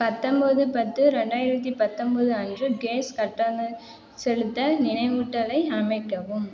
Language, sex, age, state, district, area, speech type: Tamil, female, 18-30, Tamil Nadu, Cuddalore, rural, read